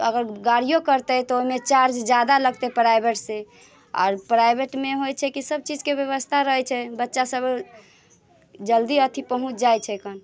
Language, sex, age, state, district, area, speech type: Maithili, female, 30-45, Bihar, Muzaffarpur, rural, spontaneous